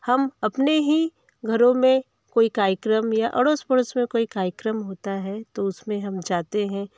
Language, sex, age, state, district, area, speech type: Hindi, female, 30-45, Uttar Pradesh, Varanasi, urban, spontaneous